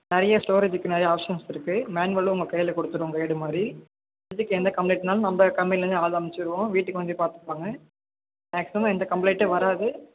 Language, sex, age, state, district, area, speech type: Tamil, male, 18-30, Tamil Nadu, Thanjavur, rural, conversation